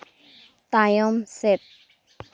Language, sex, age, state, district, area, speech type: Santali, female, 30-45, Jharkhand, Seraikela Kharsawan, rural, read